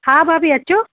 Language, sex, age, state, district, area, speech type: Sindhi, female, 30-45, Madhya Pradesh, Katni, urban, conversation